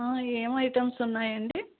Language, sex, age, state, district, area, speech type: Telugu, female, 30-45, Andhra Pradesh, Palnadu, rural, conversation